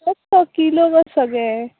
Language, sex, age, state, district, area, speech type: Goan Konkani, female, 18-30, Goa, Tiswadi, rural, conversation